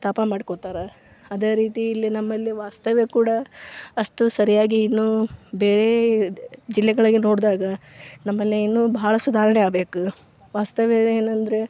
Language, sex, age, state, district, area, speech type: Kannada, female, 30-45, Karnataka, Gadag, rural, spontaneous